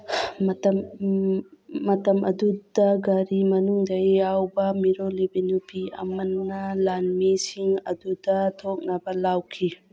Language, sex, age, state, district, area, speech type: Manipuri, female, 45-60, Manipur, Churachandpur, rural, read